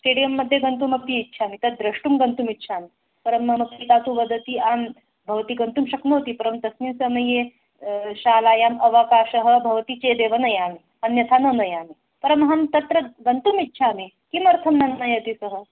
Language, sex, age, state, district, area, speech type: Sanskrit, female, 30-45, Karnataka, Bangalore Urban, urban, conversation